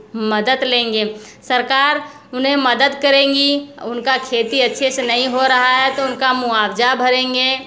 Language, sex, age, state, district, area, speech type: Hindi, female, 30-45, Uttar Pradesh, Mirzapur, rural, spontaneous